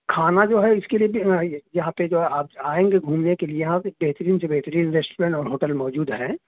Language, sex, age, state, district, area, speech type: Urdu, male, 30-45, Uttar Pradesh, Gautam Buddha Nagar, urban, conversation